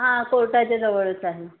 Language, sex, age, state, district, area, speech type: Marathi, female, 30-45, Maharashtra, Ratnagiri, rural, conversation